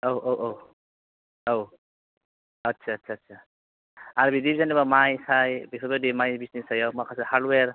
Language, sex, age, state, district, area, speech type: Bodo, male, 30-45, Assam, Udalguri, urban, conversation